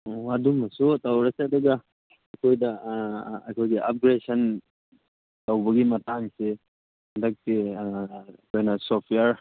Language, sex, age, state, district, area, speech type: Manipuri, male, 30-45, Manipur, Churachandpur, rural, conversation